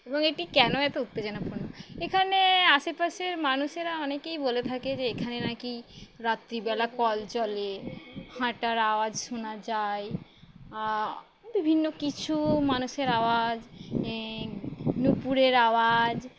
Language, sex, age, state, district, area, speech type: Bengali, female, 18-30, West Bengal, Uttar Dinajpur, urban, spontaneous